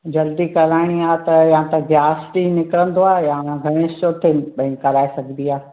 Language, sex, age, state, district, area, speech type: Sindhi, other, 60+, Maharashtra, Thane, urban, conversation